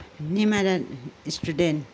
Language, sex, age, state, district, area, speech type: Nepali, female, 60+, West Bengal, Kalimpong, rural, spontaneous